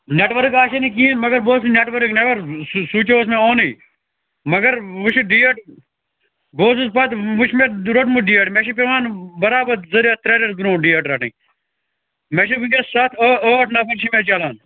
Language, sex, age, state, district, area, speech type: Kashmiri, male, 30-45, Jammu and Kashmir, Bandipora, rural, conversation